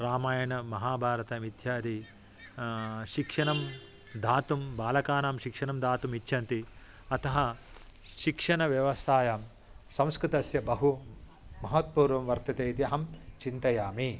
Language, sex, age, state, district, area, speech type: Sanskrit, male, 45-60, Telangana, Karimnagar, urban, spontaneous